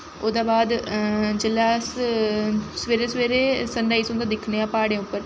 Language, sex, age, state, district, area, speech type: Dogri, female, 18-30, Jammu and Kashmir, Reasi, urban, spontaneous